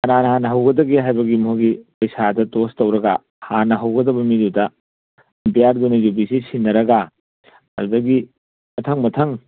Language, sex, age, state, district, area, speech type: Manipuri, male, 60+, Manipur, Churachandpur, urban, conversation